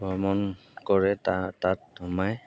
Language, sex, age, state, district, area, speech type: Assamese, male, 45-60, Assam, Golaghat, urban, spontaneous